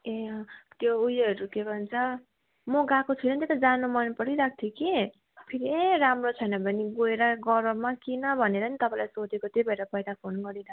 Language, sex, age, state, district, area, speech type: Nepali, female, 18-30, West Bengal, Kalimpong, rural, conversation